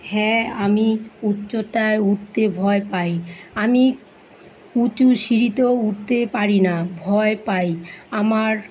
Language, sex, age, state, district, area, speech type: Bengali, female, 45-60, West Bengal, Kolkata, urban, spontaneous